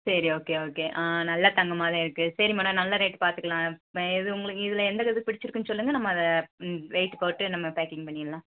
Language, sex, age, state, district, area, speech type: Tamil, female, 18-30, Tamil Nadu, Virudhunagar, rural, conversation